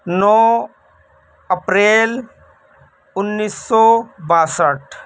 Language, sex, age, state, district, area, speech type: Urdu, male, 18-30, Delhi, North West Delhi, urban, spontaneous